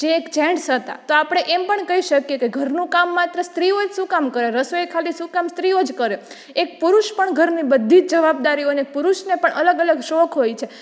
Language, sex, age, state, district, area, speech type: Gujarati, female, 18-30, Gujarat, Rajkot, urban, spontaneous